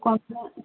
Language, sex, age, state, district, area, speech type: Odia, female, 30-45, Odisha, Boudh, rural, conversation